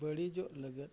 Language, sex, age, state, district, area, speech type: Santali, male, 45-60, Odisha, Mayurbhanj, rural, spontaneous